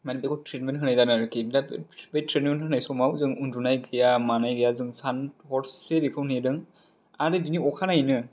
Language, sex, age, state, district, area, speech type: Bodo, male, 18-30, Assam, Chirang, urban, spontaneous